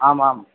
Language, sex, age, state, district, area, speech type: Sanskrit, male, 18-30, Uttar Pradesh, Lucknow, urban, conversation